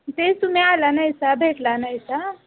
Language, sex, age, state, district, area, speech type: Marathi, female, 18-30, Maharashtra, Kolhapur, rural, conversation